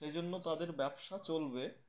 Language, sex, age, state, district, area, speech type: Bengali, male, 18-30, West Bengal, Uttar Dinajpur, urban, spontaneous